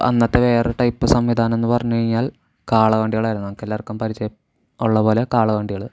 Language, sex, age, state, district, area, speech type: Malayalam, male, 18-30, Kerala, Thrissur, rural, spontaneous